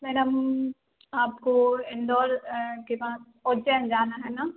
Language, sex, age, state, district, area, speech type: Hindi, female, 18-30, Madhya Pradesh, Narsinghpur, rural, conversation